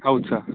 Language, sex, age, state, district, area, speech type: Kannada, male, 18-30, Karnataka, Chikkamagaluru, rural, conversation